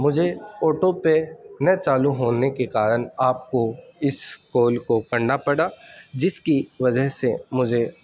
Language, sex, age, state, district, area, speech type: Urdu, male, 30-45, Delhi, North East Delhi, urban, spontaneous